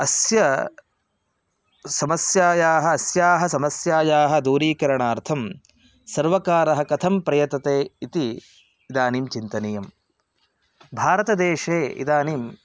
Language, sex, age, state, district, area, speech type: Sanskrit, male, 30-45, Karnataka, Chikkamagaluru, rural, spontaneous